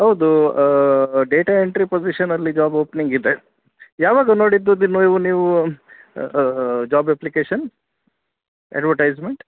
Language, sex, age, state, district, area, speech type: Kannada, male, 30-45, Karnataka, Udupi, urban, conversation